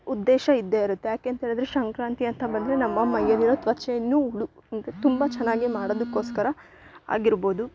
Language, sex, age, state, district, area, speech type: Kannada, female, 18-30, Karnataka, Chikkamagaluru, rural, spontaneous